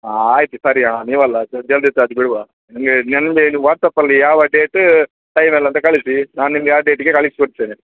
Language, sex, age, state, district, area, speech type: Kannada, male, 30-45, Karnataka, Udupi, rural, conversation